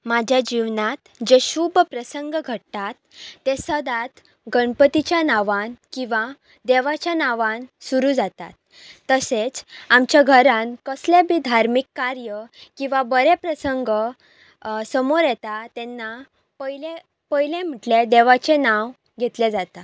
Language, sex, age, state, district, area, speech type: Goan Konkani, female, 18-30, Goa, Pernem, rural, spontaneous